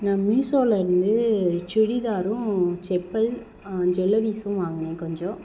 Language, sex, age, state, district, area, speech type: Tamil, female, 18-30, Tamil Nadu, Sivaganga, rural, spontaneous